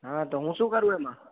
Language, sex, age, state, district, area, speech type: Gujarati, male, 18-30, Gujarat, Junagadh, urban, conversation